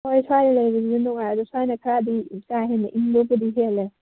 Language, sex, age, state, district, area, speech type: Manipuri, female, 30-45, Manipur, Kangpokpi, urban, conversation